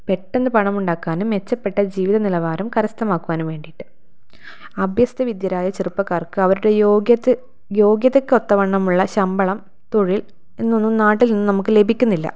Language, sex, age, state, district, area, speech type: Malayalam, female, 30-45, Kerala, Kannur, rural, spontaneous